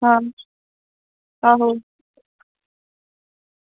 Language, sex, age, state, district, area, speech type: Dogri, female, 18-30, Jammu and Kashmir, Samba, rural, conversation